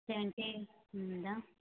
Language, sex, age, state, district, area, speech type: Telugu, female, 18-30, Telangana, Suryapet, urban, conversation